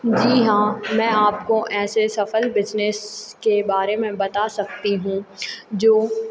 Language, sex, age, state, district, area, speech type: Hindi, female, 18-30, Madhya Pradesh, Hoshangabad, rural, spontaneous